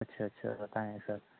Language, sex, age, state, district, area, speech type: Hindi, male, 18-30, Uttar Pradesh, Azamgarh, rural, conversation